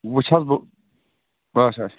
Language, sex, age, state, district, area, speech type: Kashmiri, female, 18-30, Jammu and Kashmir, Kulgam, rural, conversation